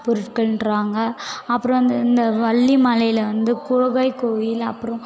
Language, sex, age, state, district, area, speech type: Tamil, female, 18-30, Tamil Nadu, Tiruvannamalai, urban, spontaneous